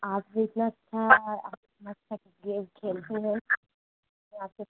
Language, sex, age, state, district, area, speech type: Hindi, female, 30-45, Uttar Pradesh, Ayodhya, rural, conversation